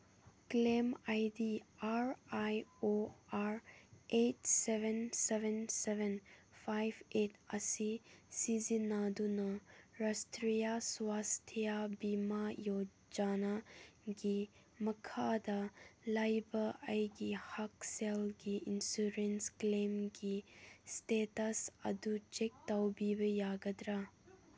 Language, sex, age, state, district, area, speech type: Manipuri, female, 18-30, Manipur, Senapati, rural, read